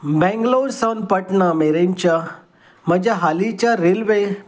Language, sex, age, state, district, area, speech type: Goan Konkani, male, 45-60, Goa, Salcete, rural, read